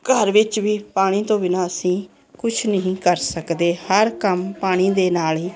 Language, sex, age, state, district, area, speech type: Punjabi, female, 60+, Punjab, Ludhiana, urban, spontaneous